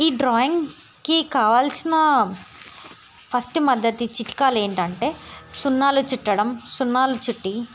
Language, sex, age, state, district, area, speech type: Telugu, female, 18-30, Telangana, Yadadri Bhuvanagiri, urban, spontaneous